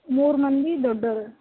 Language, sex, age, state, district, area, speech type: Kannada, female, 18-30, Karnataka, Dharwad, urban, conversation